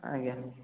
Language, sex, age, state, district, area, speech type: Odia, male, 18-30, Odisha, Khordha, rural, conversation